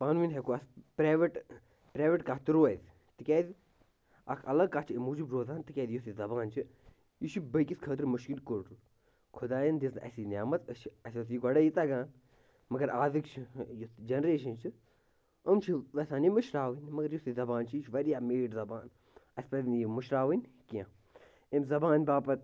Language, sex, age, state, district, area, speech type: Kashmiri, male, 30-45, Jammu and Kashmir, Bandipora, rural, spontaneous